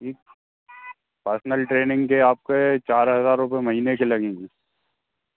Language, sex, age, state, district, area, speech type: Hindi, male, 18-30, Madhya Pradesh, Hoshangabad, urban, conversation